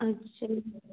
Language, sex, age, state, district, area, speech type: Hindi, female, 45-60, Madhya Pradesh, Gwalior, rural, conversation